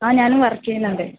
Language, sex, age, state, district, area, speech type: Malayalam, female, 18-30, Kerala, Kasaragod, rural, conversation